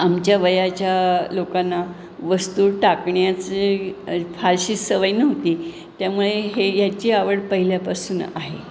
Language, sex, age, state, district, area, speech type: Marathi, female, 60+, Maharashtra, Pune, urban, spontaneous